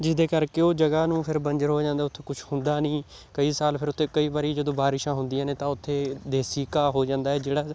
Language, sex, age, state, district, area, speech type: Punjabi, male, 18-30, Punjab, Patiala, rural, spontaneous